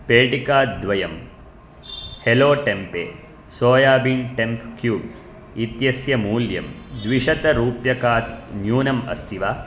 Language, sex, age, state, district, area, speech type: Sanskrit, male, 18-30, Karnataka, Bangalore Urban, urban, read